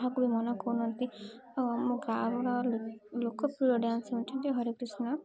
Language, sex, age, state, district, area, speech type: Odia, female, 18-30, Odisha, Malkangiri, urban, spontaneous